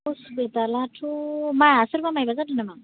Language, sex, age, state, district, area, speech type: Bodo, male, 18-30, Assam, Udalguri, rural, conversation